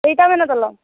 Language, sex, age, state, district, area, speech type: Assamese, female, 18-30, Assam, Barpeta, rural, conversation